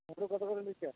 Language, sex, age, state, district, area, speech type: Bengali, male, 60+, West Bengal, Uttar Dinajpur, urban, conversation